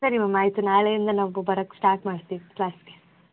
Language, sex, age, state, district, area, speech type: Kannada, female, 18-30, Karnataka, Shimoga, rural, conversation